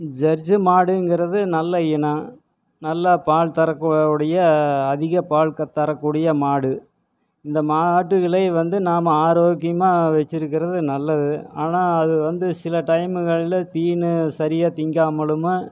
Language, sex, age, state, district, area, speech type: Tamil, male, 45-60, Tamil Nadu, Erode, rural, spontaneous